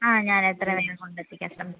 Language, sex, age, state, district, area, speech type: Malayalam, female, 30-45, Kerala, Thiruvananthapuram, urban, conversation